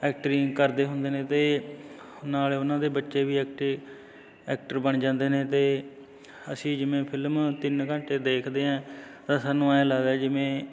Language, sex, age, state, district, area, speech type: Punjabi, male, 30-45, Punjab, Fatehgarh Sahib, rural, spontaneous